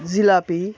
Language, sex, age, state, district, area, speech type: Bengali, male, 30-45, West Bengal, Birbhum, urban, spontaneous